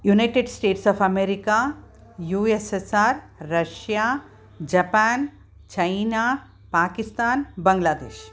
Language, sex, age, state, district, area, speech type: Sanskrit, female, 60+, Karnataka, Mysore, urban, spontaneous